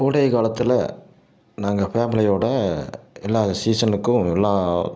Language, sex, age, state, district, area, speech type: Tamil, male, 60+, Tamil Nadu, Tiruppur, rural, spontaneous